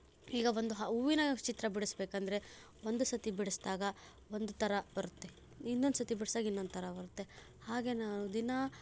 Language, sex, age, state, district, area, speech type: Kannada, female, 30-45, Karnataka, Chikkaballapur, rural, spontaneous